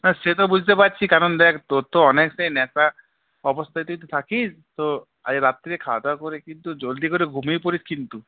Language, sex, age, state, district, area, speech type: Bengali, male, 45-60, West Bengal, Purulia, urban, conversation